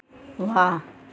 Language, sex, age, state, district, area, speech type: Hindi, female, 60+, Uttar Pradesh, Azamgarh, rural, read